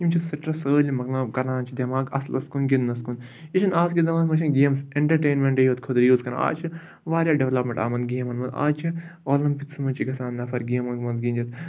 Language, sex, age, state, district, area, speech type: Kashmiri, male, 18-30, Jammu and Kashmir, Ganderbal, rural, spontaneous